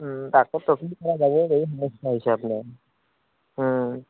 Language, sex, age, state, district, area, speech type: Assamese, male, 30-45, Assam, Barpeta, rural, conversation